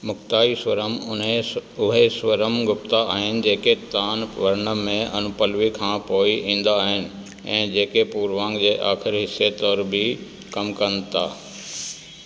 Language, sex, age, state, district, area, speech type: Sindhi, male, 60+, Delhi, South Delhi, urban, read